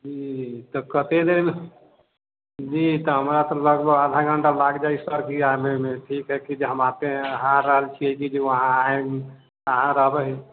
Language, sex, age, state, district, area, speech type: Maithili, male, 30-45, Bihar, Sitamarhi, urban, conversation